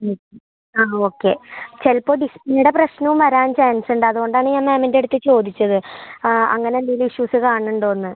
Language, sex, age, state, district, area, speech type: Malayalam, female, 18-30, Kerala, Thrissur, rural, conversation